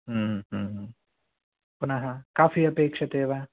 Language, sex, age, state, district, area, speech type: Sanskrit, male, 18-30, Karnataka, Uttara Kannada, rural, conversation